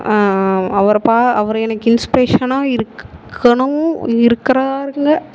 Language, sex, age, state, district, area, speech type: Tamil, female, 18-30, Tamil Nadu, Mayiladuthurai, urban, spontaneous